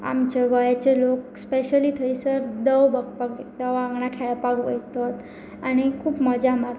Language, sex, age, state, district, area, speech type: Goan Konkani, female, 18-30, Goa, Pernem, rural, spontaneous